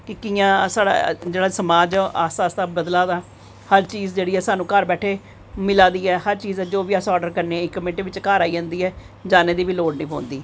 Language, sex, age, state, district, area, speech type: Dogri, female, 45-60, Jammu and Kashmir, Jammu, urban, spontaneous